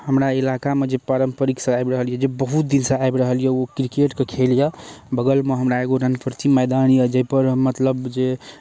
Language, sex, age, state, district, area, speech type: Maithili, male, 18-30, Bihar, Darbhanga, rural, spontaneous